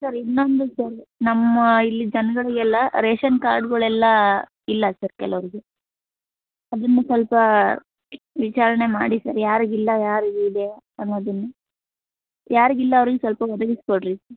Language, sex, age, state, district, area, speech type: Kannada, female, 18-30, Karnataka, Koppal, rural, conversation